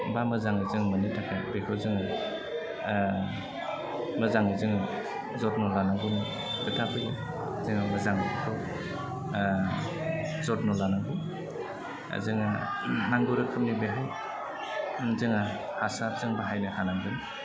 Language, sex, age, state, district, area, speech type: Bodo, male, 30-45, Assam, Udalguri, urban, spontaneous